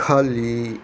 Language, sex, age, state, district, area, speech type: Maithili, male, 60+, Bihar, Purnia, urban, spontaneous